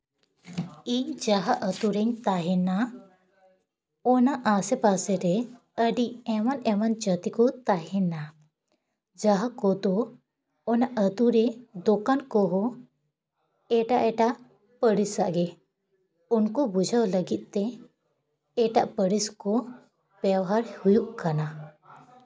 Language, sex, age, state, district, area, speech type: Santali, female, 18-30, West Bengal, Paschim Bardhaman, rural, spontaneous